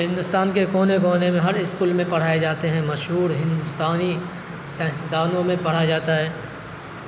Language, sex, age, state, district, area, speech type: Urdu, male, 30-45, Bihar, Supaul, rural, spontaneous